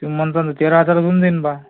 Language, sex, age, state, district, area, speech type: Marathi, male, 18-30, Maharashtra, Amravati, urban, conversation